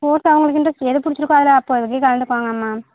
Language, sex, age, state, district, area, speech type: Tamil, female, 45-60, Tamil Nadu, Tiruchirappalli, rural, conversation